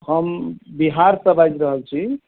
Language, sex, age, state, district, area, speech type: Maithili, male, 30-45, Bihar, Madhubani, rural, conversation